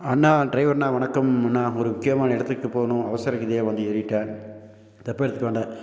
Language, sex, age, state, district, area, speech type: Tamil, male, 45-60, Tamil Nadu, Nilgiris, urban, spontaneous